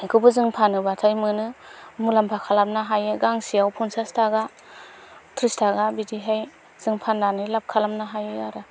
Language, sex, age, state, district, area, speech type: Bodo, female, 18-30, Assam, Baksa, rural, spontaneous